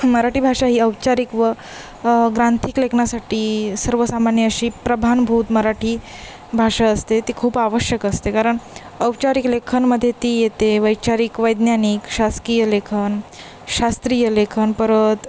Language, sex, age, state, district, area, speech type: Marathi, female, 18-30, Maharashtra, Ratnagiri, rural, spontaneous